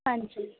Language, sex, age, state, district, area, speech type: Punjabi, female, 18-30, Punjab, Bathinda, rural, conversation